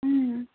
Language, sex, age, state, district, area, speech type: Bodo, other, 30-45, Assam, Kokrajhar, rural, conversation